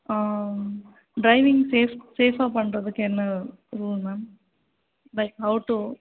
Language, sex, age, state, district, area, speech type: Tamil, female, 30-45, Tamil Nadu, Kanchipuram, urban, conversation